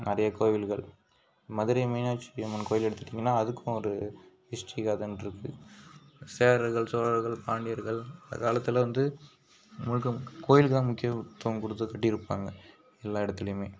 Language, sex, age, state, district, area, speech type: Tamil, male, 45-60, Tamil Nadu, Mayiladuthurai, rural, spontaneous